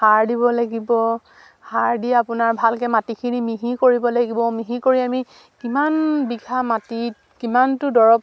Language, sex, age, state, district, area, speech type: Assamese, female, 45-60, Assam, Dibrugarh, rural, spontaneous